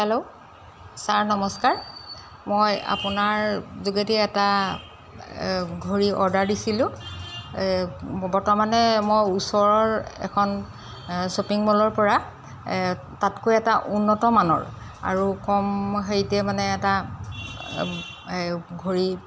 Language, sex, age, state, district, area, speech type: Assamese, female, 45-60, Assam, Golaghat, urban, spontaneous